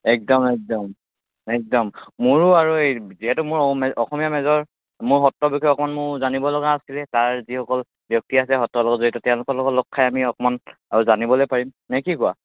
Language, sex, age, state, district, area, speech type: Assamese, male, 18-30, Assam, Majuli, rural, conversation